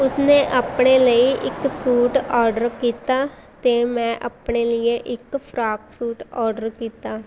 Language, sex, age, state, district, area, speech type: Punjabi, female, 18-30, Punjab, Shaheed Bhagat Singh Nagar, rural, spontaneous